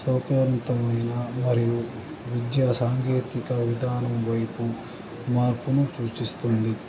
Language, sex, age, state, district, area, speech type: Telugu, male, 18-30, Andhra Pradesh, Guntur, urban, spontaneous